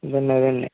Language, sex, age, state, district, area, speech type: Telugu, male, 18-30, Andhra Pradesh, Kakinada, rural, conversation